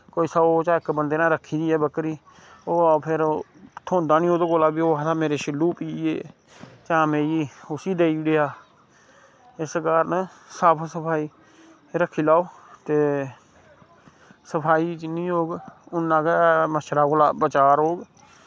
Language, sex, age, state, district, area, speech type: Dogri, male, 30-45, Jammu and Kashmir, Samba, rural, spontaneous